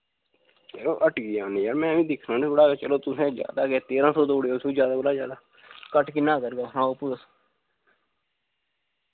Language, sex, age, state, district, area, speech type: Dogri, male, 18-30, Jammu and Kashmir, Udhampur, rural, conversation